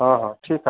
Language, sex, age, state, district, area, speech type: Hindi, male, 45-60, Uttar Pradesh, Chandauli, urban, conversation